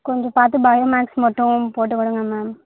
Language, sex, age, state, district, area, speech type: Tamil, female, 45-60, Tamil Nadu, Tiruchirappalli, rural, conversation